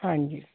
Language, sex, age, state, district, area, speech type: Punjabi, female, 60+, Punjab, Fazilka, rural, conversation